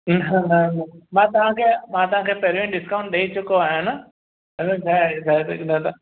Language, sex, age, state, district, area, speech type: Sindhi, male, 30-45, Maharashtra, Mumbai Suburban, urban, conversation